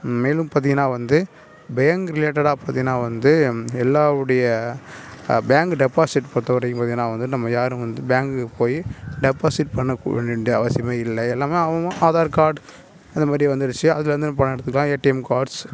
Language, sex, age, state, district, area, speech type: Tamil, male, 30-45, Tamil Nadu, Nagapattinam, rural, spontaneous